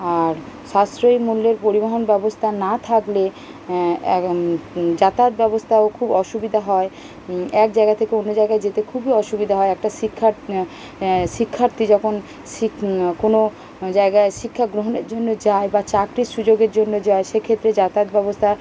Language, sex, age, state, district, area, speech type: Bengali, female, 30-45, West Bengal, Kolkata, urban, spontaneous